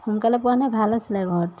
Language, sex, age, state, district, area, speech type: Assamese, female, 45-60, Assam, Jorhat, urban, spontaneous